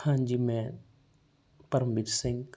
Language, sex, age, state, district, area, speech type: Punjabi, male, 45-60, Punjab, Barnala, rural, spontaneous